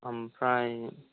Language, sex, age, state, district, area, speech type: Bodo, male, 30-45, Assam, Chirang, rural, conversation